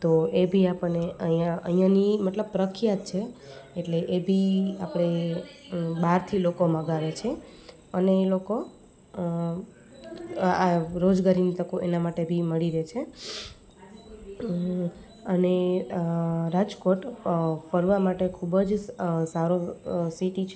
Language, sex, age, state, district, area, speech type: Gujarati, female, 30-45, Gujarat, Rajkot, urban, spontaneous